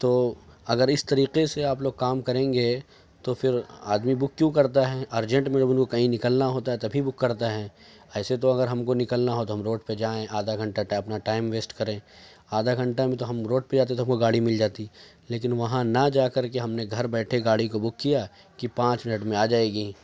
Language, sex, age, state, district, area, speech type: Urdu, male, 30-45, Uttar Pradesh, Ghaziabad, urban, spontaneous